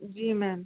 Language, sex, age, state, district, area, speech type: Hindi, female, 30-45, Rajasthan, Jaipur, urban, conversation